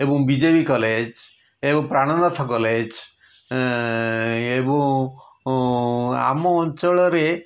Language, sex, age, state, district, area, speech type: Odia, male, 60+, Odisha, Puri, urban, spontaneous